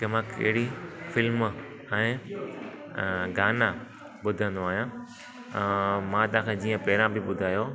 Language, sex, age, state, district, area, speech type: Sindhi, male, 30-45, Gujarat, Junagadh, rural, spontaneous